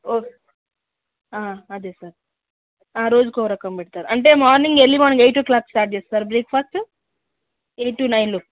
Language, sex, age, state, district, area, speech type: Telugu, female, 30-45, Andhra Pradesh, Krishna, urban, conversation